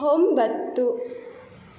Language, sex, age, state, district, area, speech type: Kannada, female, 18-30, Karnataka, Chitradurga, rural, read